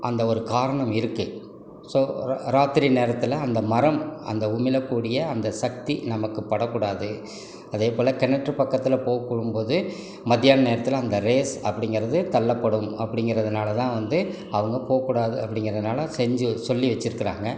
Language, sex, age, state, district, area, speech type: Tamil, male, 60+, Tamil Nadu, Ariyalur, rural, spontaneous